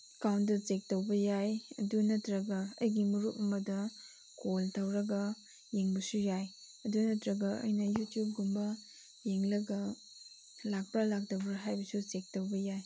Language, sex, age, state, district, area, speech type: Manipuri, female, 18-30, Manipur, Chandel, rural, spontaneous